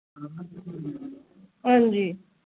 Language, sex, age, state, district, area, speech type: Dogri, female, 45-60, Jammu and Kashmir, Jammu, urban, conversation